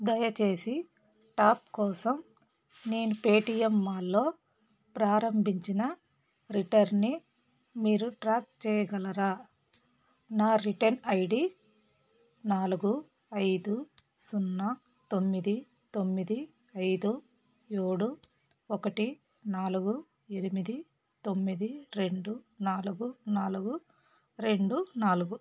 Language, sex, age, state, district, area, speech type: Telugu, female, 45-60, Telangana, Peddapalli, urban, read